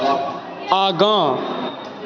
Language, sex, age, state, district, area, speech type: Maithili, male, 18-30, Bihar, Supaul, urban, read